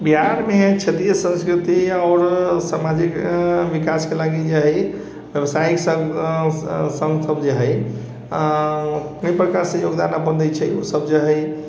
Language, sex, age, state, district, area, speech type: Maithili, male, 30-45, Bihar, Sitamarhi, urban, spontaneous